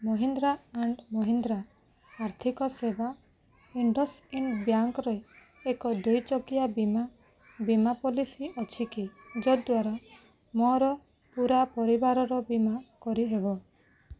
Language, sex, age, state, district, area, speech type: Odia, female, 18-30, Odisha, Rayagada, rural, read